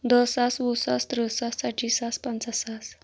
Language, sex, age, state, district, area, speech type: Kashmiri, female, 30-45, Jammu and Kashmir, Anantnag, rural, spontaneous